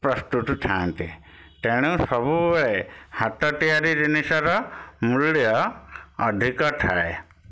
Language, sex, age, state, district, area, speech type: Odia, male, 60+, Odisha, Bhadrak, rural, spontaneous